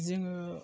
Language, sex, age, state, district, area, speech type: Bodo, male, 18-30, Assam, Baksa, rural, spontaneous